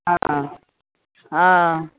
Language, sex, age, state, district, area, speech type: Maithili, female, 60+, Bihar, Madhepura, rural, conversation